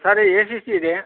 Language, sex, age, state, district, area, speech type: Kannada, male, 60+, Karnataka, Kodagu, rural, conversation